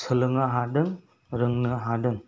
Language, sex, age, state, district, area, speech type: Bodo, male, 30-45, Assam, Chirang, rural, spontaneous